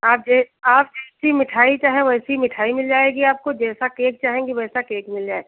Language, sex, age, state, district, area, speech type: Hindi, female, 60+, Uttar Pradesh, Sitapur, rural, conversation